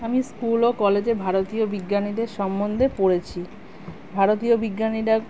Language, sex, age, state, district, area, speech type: Bengali, female, 30-45, West Bengal, Kolkata, urban, spontaneous